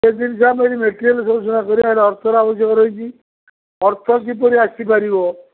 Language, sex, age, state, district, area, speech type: Odia, male, 45-60, Odisha, Sundergarh, rural, conversation